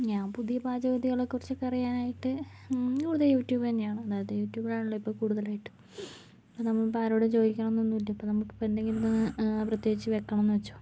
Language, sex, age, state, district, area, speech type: Malayalam, female, 45-60, Kerala, Kozhikode, urban, spontaneous